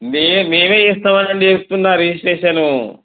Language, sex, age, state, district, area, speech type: Telugu, male, 30-45, Telangana, Mancherial, rural, conversation